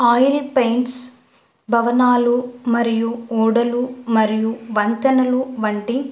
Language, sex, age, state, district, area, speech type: Telugu, female, 18-30, Andhra Pradesh, Kurnool, rural, spontaneous